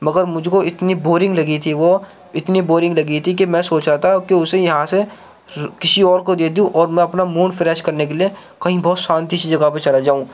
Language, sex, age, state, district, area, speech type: Urdu, male, 45-60, Uttar Pradesh, Gautam Buddha Nagar, urban, spontaneous